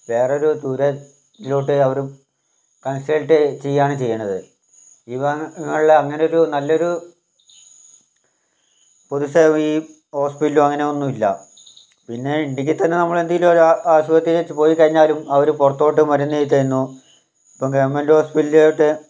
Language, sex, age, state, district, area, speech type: Malayalam, male, 60+, Kerala, Wayanad, rural, spontaneous